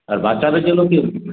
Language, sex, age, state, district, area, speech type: Bengali, male, 18-30, West Bengal, Purulia, rural, conversation